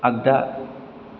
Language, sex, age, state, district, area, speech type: Bodo, male, 18-30, Assam, Chirang, urban, read